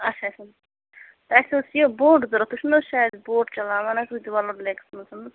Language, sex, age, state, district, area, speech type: Kashmiri, female, 18-30, Jammu and Kashmir, Bandipora, rural, conversation